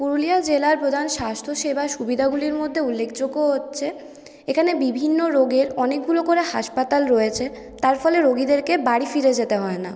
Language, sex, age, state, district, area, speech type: Bengali, female, 18-30, West Bengal, Purulia, urban, spontaneous